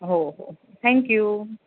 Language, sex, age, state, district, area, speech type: Marathi, female, 18-30, Maharashtra, Sindhudurg, rural, conversation